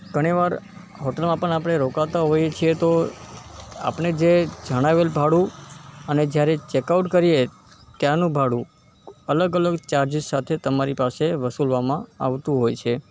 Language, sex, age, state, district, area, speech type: Gujarati, male, 18-30, Gujarat, Kutch, urban, spontaneous